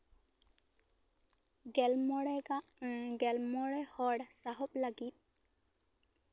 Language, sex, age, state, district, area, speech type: Santali, female, 18-30, West Bengal, Bankura, rural, spontaneous